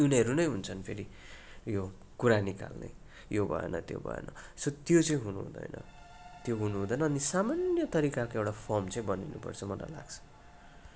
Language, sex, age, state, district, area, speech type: Nepali, male, 30-45, West Bengal, Darjeeling, rural, spontaneous